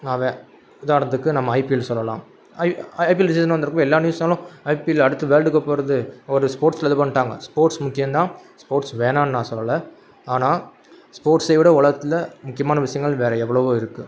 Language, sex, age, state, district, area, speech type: Tamil, male, 18-30, Tamil Nadu, Madurai, urban, spontaneous